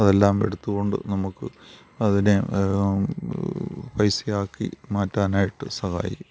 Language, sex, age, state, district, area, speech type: Malayalam, male, 60+, Kerala, Thiruvananthapuram, rural, spontaneous